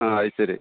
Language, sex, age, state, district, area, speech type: Malayalam, male, 45-60, Kerala, Thiruvananthapuram, rural, conversation